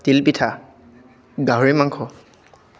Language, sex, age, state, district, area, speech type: Assamese, male, 18-30, Assam, Sivasagar, urban, spontaneous